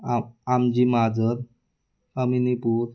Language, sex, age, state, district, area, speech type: Marathi, male, 30-45, Maharashtra, Wardha, rural, spontaneous